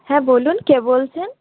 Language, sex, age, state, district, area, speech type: Bengali, female, 18-30, West Bengal, Birbhum, urban, conversation